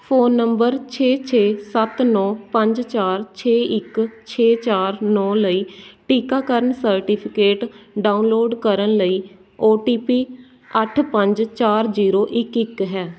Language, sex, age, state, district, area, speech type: Punjabi, female, 18-30, Punjab, Shaheed Bhagat Singh Nagar, urban, read